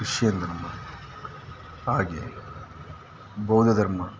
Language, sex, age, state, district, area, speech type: Kannada, male, 30-45, Karnataka, Mysore, urban, spontaneous